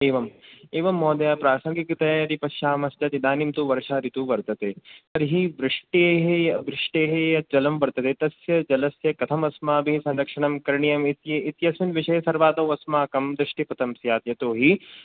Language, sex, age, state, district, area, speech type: Sanskrit, male, 18-30, Rajasthan, Jaipur, urban, conversation